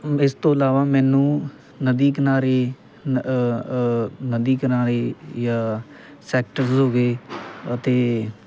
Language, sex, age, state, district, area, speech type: Punjabi, male, 18-30, Punjab, Muktsar, rural, spontaneous